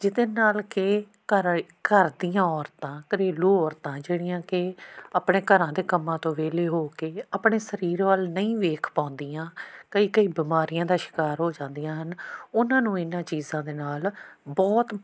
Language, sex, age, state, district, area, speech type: Punjabi, female, 45-60, Punjab, Amritsar, urban, spontaneous